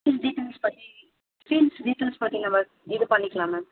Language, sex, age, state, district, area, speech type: Tamil, female, 18-30, Tamil Nadu, Kanchipuram, urban, conversation